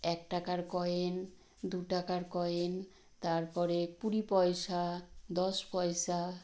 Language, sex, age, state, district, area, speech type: Bengali, female, 60+, West Bengal, Nadia, rural, spontaneous